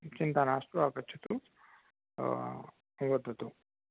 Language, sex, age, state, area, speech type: Sanskrit, male, 45-60, Rajasthan, rural, conversation